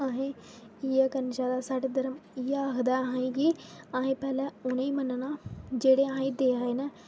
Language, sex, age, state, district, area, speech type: Dogri, female, 18-30, Jammu and Kashmir, Jammu, rural, spontaneous